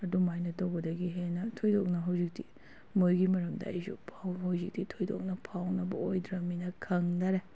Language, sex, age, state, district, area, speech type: Manipuri, female, 18-30, Manipur, Kakching, rural, spontaneous